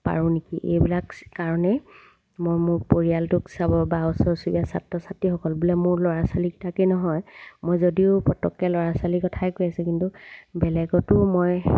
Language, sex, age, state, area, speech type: Assamese, female, 45-60, Assam, rural, spontaneous